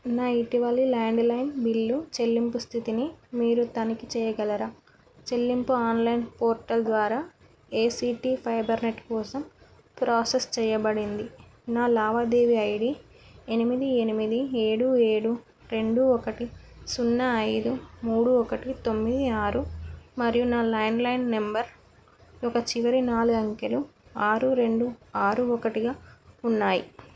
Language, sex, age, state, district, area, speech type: Telugu, female, 30-45, Telangana, Karimnagar, rural, read